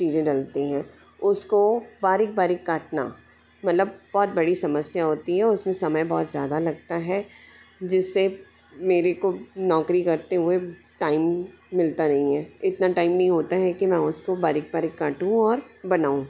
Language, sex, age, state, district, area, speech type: Hindi, female, 45-60, Madhya Pradesh, Bhopal, urban, spontaneous